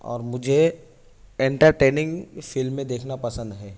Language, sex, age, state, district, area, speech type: Urdu, male, 18-30, Maharashtra, Nashik, urban, spontaneous